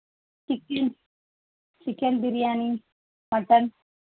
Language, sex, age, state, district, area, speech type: Telugu, female, 30-45, Andhra Pradesh, Chittoor, rural, conversation